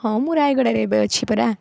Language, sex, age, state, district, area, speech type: Odia, female, 18-30, Odisha, Rayagada, rural, spontaneous